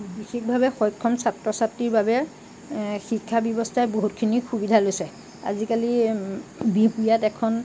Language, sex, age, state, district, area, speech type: Assamese, female, 60+, Assam, Lakhimpur, rural, spontaneous